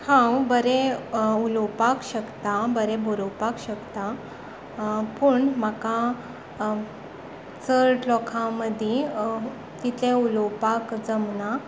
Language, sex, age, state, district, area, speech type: Goan Konkani, female, 18-30, Goa, Tiswadi, rural, spontaneous